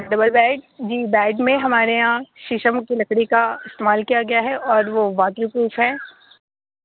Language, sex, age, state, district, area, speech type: Urdu, female, 18-30, Delhi, North East Delhi, urban, conversation